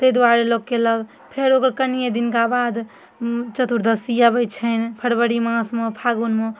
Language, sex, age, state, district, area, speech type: Maithili, female, 18-30, Bihar, Darbhanga, rural, spontaneous